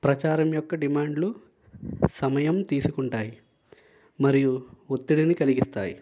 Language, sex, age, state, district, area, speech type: Telugu, male, 18-30, Andhra Pradesh, Konaseema, rural, spontaneous